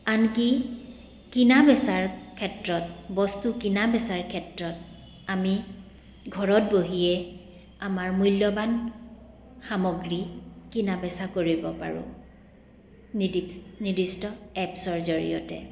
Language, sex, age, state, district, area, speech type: Assamese, female, 30-45, Assam, Kamrup Metropolitan, urban, spontaneous